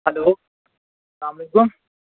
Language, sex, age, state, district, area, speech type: Kashmiri, male, 18-30, Jammu and Kashmir, Anantnag, rural, conversation